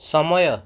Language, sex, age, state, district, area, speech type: Odia, male, 30-45, Odisha, Cuttack, urban, read